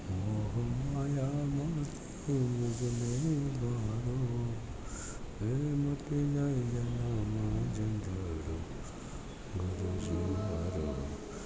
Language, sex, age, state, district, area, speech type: Gujarati, male, 60+, Gujarat, Narmada, rural, spontaneous